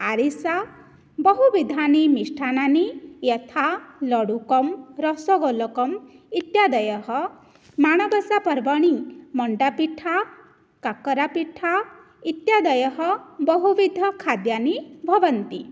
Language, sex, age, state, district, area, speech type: Sanskrit, female, 18-30, Odisha, Cuttack, rural, spontaneous